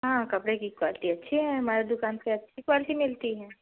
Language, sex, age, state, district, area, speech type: Hindi, female, 18-30, Uttar Pradesh, Prayagraj, rural, conversation